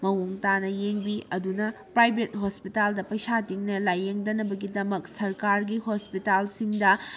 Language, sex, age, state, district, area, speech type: Manipuri, female, 30-45, Manipur, Kakching, rural, spontaneous